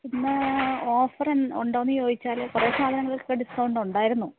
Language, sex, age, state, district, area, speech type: Malayalam, female, 45-60, Kerala, Idukki, rural, conversation